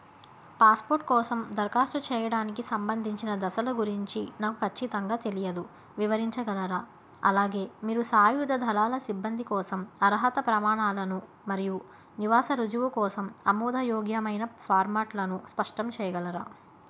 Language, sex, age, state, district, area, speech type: Telugu, female, 30-45, Andhra Pradesh, Krishna, urban, read